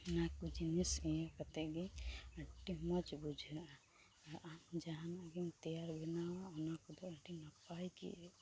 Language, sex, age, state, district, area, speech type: Santali, female, 18-30, West Bengal, Uttar Dinajpur, rural, spontaneous